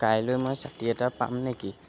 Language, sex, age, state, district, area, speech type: Assamese, male, 30-45, Assam, Darrang, rural, read